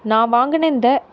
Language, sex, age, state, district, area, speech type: Tamil, female, 18-30, Tamil Nadu, Tiruppur, rural, spontaneous